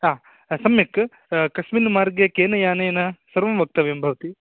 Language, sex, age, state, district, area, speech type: Sanskrit, male, 18-30, Karnataka, Uttara Kannada, rural, conversation